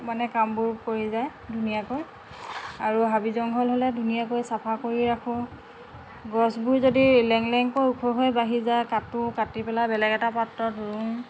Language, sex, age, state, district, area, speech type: Assamese, female, 45-60, Assam, Lakhimpur, rural, spontaneous